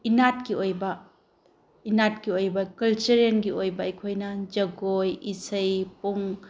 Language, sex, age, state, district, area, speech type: Manipuri, female, 45-60, Manipur, Bishnupur, rural, spontaneous